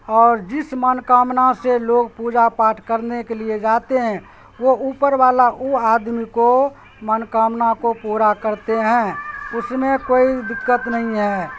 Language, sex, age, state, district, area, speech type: Urdu, male, 45-60, Bihar, Supaul, rural, spontaneous